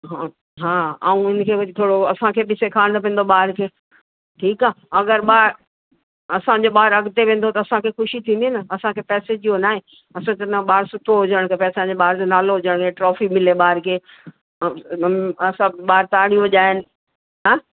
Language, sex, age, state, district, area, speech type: Sindhi, female, 60+, Delhi, South Delhi, urban, conversation